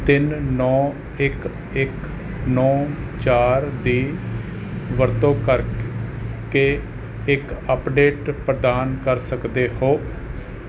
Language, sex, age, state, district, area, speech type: Punjabi, male, 30-45, Punjab, Fazilka, rural, read